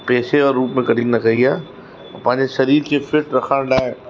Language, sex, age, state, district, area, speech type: Sindhi, male, 45-60, Uttar Pradesh, Lucknow, urban, spontaneous